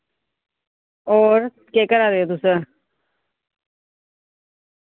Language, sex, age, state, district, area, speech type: Dogri, female, 30-45, Jammu and Kashmir, Samba, rural, conversation